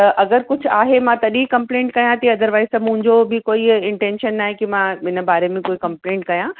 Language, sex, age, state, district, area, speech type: Sindhi, female, 18-30, Uttar Pradesh, Lucknow, urban, conversation